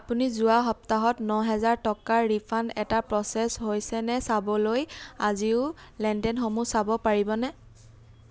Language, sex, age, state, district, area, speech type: Assamese, female, 18-30, Assam, Sivasagar, rural, read